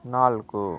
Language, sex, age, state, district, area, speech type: Kannada, male, 18-30, Karnataka, Chitradurga, rural, read